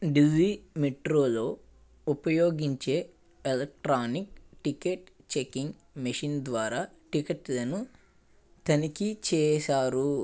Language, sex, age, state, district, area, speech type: Telugu, male, 30-45, Andhra Pradesh, Eluru, rural, read